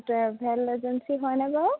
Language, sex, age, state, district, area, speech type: Assamese, female, 30-45, Assam, Dhemaji, rural, conversation